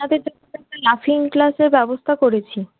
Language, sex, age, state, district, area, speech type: Bengali, female, 18-30, West Bengal, Birbhum, urban, conversation